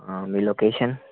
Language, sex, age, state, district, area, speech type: Telugu, male, 18-30, Telangana, Medchal, urban, conversation